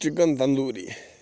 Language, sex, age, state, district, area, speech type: Kashmiri, male, 30-45, Jammu and Kashmir, Bandipora, rural, spontaneous